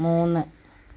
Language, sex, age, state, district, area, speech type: Malayalam, female, 60+, Kerala, Malappuram, rural, read